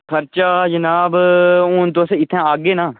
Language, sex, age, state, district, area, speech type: Dogri, male, 18-30, Jammu and Kashmir, Udhampur, rural, conversation